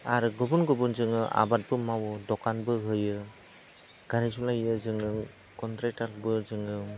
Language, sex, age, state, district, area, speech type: Bodo, male, 30-45, Assam, Udalguri, rural, spontaneous